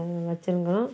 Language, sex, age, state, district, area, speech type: Tamil, female, 60+, Tamil Nadu, Krishnagiri, rural, spontaneous